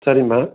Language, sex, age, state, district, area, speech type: Tamil, male, 45-60, Tamil Nadu, Thanjavur, rural, conversation